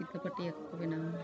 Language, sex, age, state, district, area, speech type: Santali, female, 45-60, Jharkhand, Bokaro, rural, spontaneous